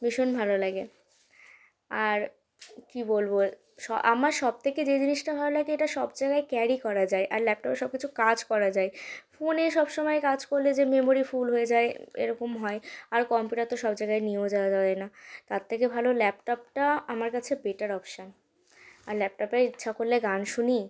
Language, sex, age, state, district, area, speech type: Bengali, female, 18-30, West Bengal, Malda, rural, spontaneous